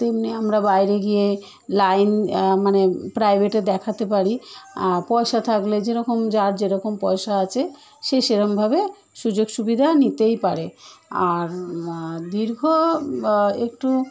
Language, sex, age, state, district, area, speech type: Bengali, female, 30-45, West Bengal, Kolkata, urban, spontaneous